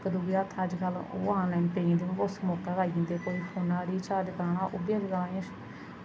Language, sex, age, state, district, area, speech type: Dogri, female, 30-45, Jammu and Kashmir, Samba, rural, spontaneous